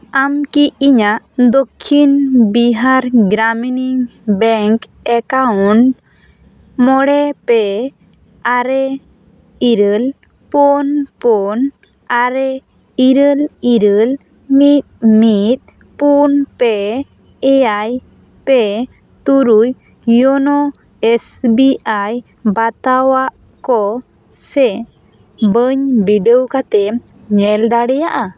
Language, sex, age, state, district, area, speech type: Santali, female, 18-30, West Bengal, Bankura, rural, read